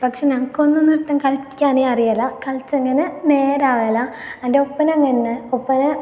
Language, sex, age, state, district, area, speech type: Malayalam, female, 18-30, Kerala, Kasaragod, rural, spontaneous